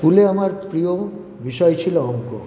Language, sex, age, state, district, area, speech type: Bengali, male, 60+, West Bengal, Paschim Bardhaman, rural, spontaneous